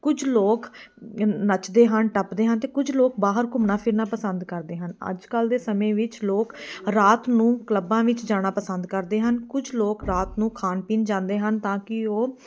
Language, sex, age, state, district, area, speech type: Punjabi, female, 30-45, Punjab, Amritsar, urban, spontaneous